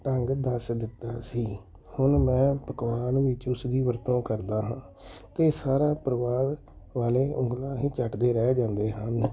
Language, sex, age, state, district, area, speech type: Punjabi, male, 45-60, Punjab, Tarn Taran, urban, spontaneous